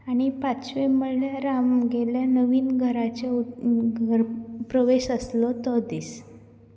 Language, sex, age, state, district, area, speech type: Goan Konkani, female, 18-30, Goa, Canacona, rural, spontaneous